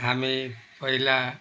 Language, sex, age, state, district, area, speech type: Nepali, male, 60+, West Bengal, Kalimpong, rural, spontaneous